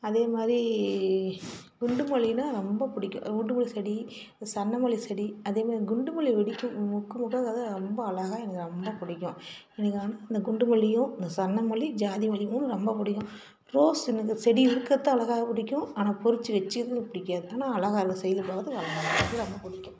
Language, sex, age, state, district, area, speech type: Tamil, female, 45-60, Tamil Nadu, Salem, rural, spontaneous